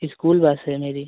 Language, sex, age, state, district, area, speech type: Hindi, male, 18-30, Uttar Pradesh, Chandauli, rural, conversation